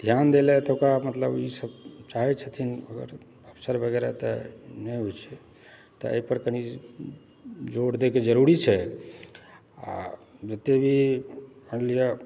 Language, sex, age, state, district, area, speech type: Maithili, male, 45-60, Bihar, Supaul, rural, spontaneous